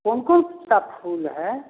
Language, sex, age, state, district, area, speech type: Hindi, male, 60+, Bihar, Samastipur, rural, conversation